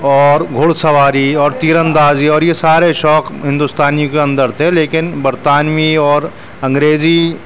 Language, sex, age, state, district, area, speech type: Urdu, male, 30-45, Delhi, New Delhi, urban, spontaneous